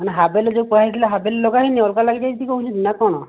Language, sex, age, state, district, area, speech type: Odia, male, 30-45, Odisha, Kandhamal, rural, conversation